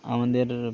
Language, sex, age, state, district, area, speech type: Bengali, male, 18-30, West Bengal, Birbhum, urban, spontaneous